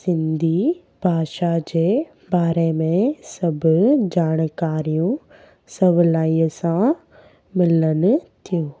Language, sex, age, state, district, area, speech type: Sindhi, female, 18-30, Gujarat, Junagadh, urban, spontaneous